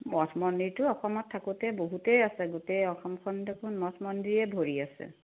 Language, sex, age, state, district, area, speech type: Assamese, female, 45-60, Assam, Tinsukia, urban, conversation